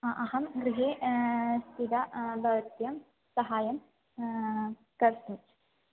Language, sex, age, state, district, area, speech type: Sanskrit, female, 18-30, Kerala, Thrissur, urban, conversation